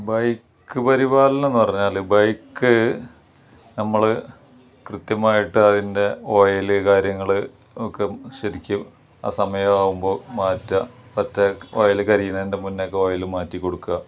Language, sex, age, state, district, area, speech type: Malayalam, male, 30-45, Kerala, Malappuram, rural, spontaneous